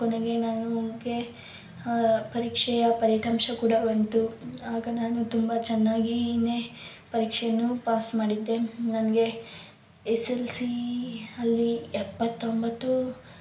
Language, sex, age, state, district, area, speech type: Kannada, female, 18-30, Karnataka, Davanagere, rural, spontaneous